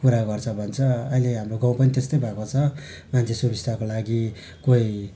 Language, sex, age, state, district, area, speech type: Nepali, male, 30-45, West Bengal, Darjeeling, rural, spontaneous